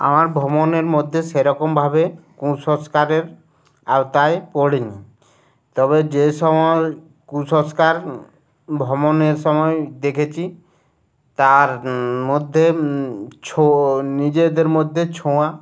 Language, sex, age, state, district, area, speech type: Bengali, male, 30-45, West Bengal, Uttar Dinajpur, urban, spontaneous